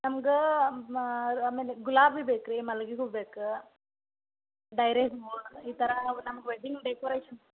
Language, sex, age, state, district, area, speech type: Kannada, female, 30-45, Karnataka, Gadag, rural, conversation